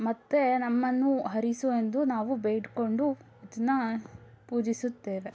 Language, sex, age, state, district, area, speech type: Kannada, female, 18-30, Karnataka, Shimoga, rural, spontaneous